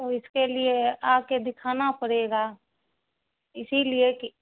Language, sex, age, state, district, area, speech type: Urdu, female, 18-30, Bihar, Saharsa, rural, conversation